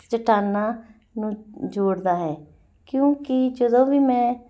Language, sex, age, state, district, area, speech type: Punjabi, female, 30-45, Punjab, Muktsar, urban, spontaneous